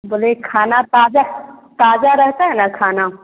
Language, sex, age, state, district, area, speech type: Hindi, female, 18-30, Bihar, Begusarai, rural, conversation